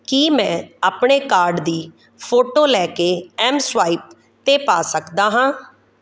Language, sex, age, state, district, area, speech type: Punjabi, female, 45-60, Punjab, Kapurthala, rural, read